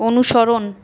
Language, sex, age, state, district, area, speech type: Bengali, female, 18-30, West Bengal, Paschim Bardhaman, urban, read